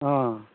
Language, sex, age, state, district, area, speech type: Assamese, male, 45-60, Assam, Majuli, rural, conversation